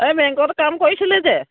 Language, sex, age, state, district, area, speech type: Assamese, female, 60+, Assam, Biswanath, rural, conversation